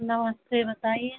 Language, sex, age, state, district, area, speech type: Hindi, female, 45-60, Uttar Pradesh, Ayodhya, rural, conversation